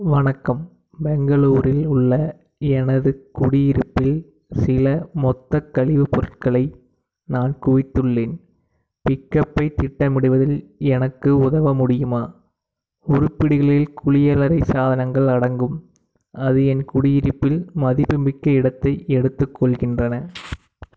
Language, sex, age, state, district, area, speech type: Tamil, male, 18-30, Tamil Nadu, Tiruppur, urban, read